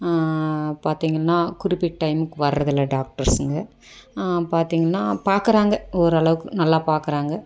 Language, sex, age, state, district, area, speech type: Tamil, female, 45-60, Tamil Nadu, Dharmapuri, rural, spontaneous